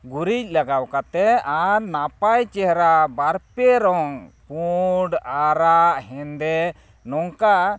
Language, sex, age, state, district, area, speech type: Santali, male, 30-45, Jharkhand, East Singhbhum, rural, spontaneous